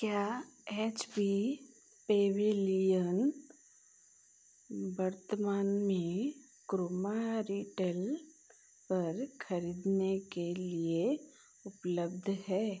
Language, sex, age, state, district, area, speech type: Hindi, female, 45-60, Madhya Pradesh, Chhindwara, rural, read